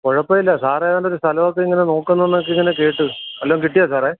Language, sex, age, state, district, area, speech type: Malayalam, male, 60+, Kerala, Alappuzha, rural, conversation